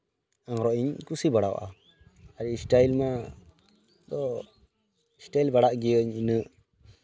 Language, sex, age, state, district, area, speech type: Santali, male, 18-30, West Bengal, Malda, rural, spontaneous